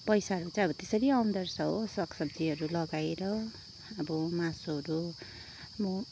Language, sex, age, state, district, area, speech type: Nepali, female, 30-45, West Bengal, Kalimpong, rural, spontaneous